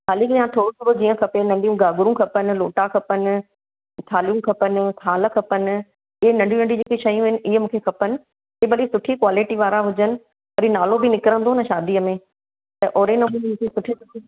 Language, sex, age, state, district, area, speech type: Sindhi, female, 45-60, Gujarat, Surat, urban, conversation